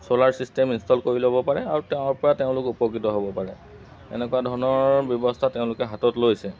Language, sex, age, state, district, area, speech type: Assamese, male, 30-45, Assam, Golaghat, rural, spontaneous